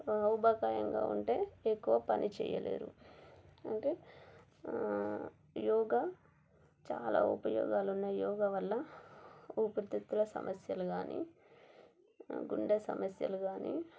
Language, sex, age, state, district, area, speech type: Telugu, female, 30-45, Telangana, Warangal, rural, spontaneous